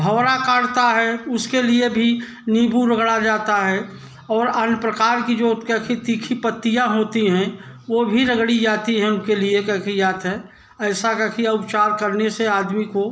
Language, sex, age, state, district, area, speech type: Hindi, male, 60+, Uttar Pradesh, Jaunpur, rural, spontaneous